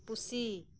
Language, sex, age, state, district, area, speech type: Santali, female, 30-45, West Bengal, Birbhum, rural, read